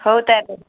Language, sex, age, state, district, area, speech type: Odia, female, 30-45, Odisha, Kendujhar, urban, conversation